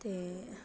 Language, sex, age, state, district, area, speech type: Dogri, female, 18-30, Jammu and Kashmir, Reasi, rural, spontaneous